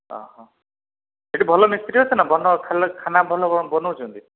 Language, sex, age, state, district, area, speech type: Odia, male, 45-60, Odisha, Dhenkanal, rural, conversation